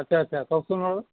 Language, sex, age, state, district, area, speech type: Assamese, male, 60+, Assam, Tinsukia, rural, conversation